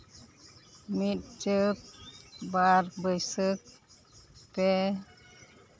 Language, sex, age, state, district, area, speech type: Santali, female, 45-60, West Bengal, Uttar Dinajpur, rural, spontaneous